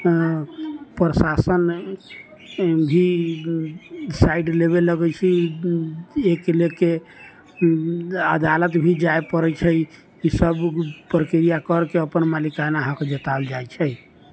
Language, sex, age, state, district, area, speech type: Maithili, male, 30-45, Bihar, Sitamarhi, rural, spontaneous